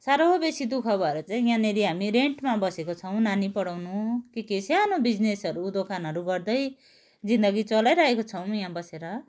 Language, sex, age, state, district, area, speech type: Nepali, female, 60+, West Bengal, Kalimpong, rural, spontaneous